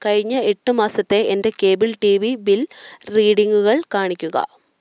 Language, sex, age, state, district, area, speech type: Malayalam, female, 18-30, Kerala, Idukki, rural, read